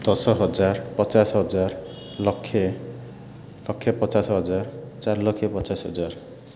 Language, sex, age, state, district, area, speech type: Odia, male, 18-30, Odisha, Ganjam, urban, spontaneous